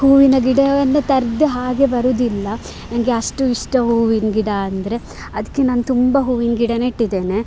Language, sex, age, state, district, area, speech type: Kannada, female, 18-30, Karnataka, Dakshina Kannada, urban, spontaneous